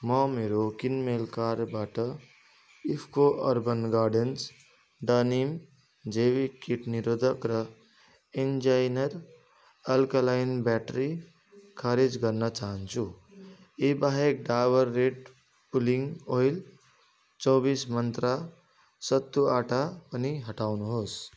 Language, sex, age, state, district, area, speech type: Nepali, male, 30-45, West Bengal, Darjeeling, rural, read